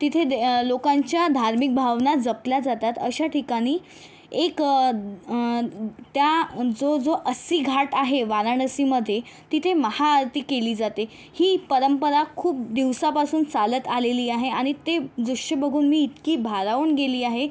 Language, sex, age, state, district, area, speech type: Marathi, female, 18-30, Maharashtra, Yavatmal, rural, spontaneous